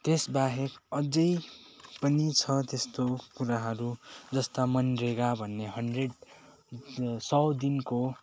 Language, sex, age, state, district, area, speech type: Nepali, male, 18-30, West Bengal, Darjeeling, urban, spontaneous